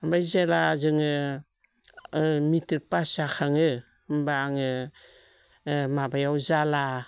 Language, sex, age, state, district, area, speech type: Bodo, female, 45-60, Assam, Baksa, rural, spontaneous